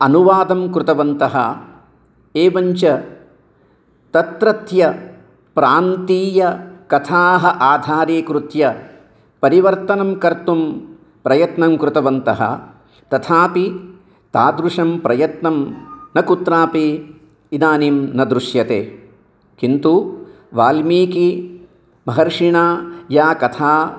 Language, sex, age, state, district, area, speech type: Sanskrit, male, 60+, Telangana, Jagtial, urban, spontaneous